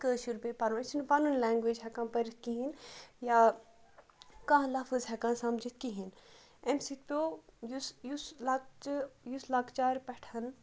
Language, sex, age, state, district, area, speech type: Kashmiri, female, 30-45, Jammu and Kashmir, Ganderbal, rural, spontaneous